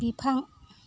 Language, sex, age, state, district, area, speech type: Bodo, female, 60+, Assam, Kokrajhar, rural, read